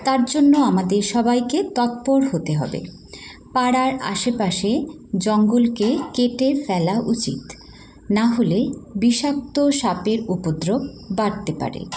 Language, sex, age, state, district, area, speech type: Bengali, female, 18-30, West Bengal, Hooghly, urban, spontaneous